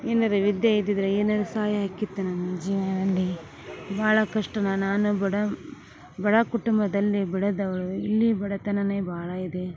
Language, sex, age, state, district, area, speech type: Kannada, female, 30-45, Karnataka, Gadag, urban, spontaneous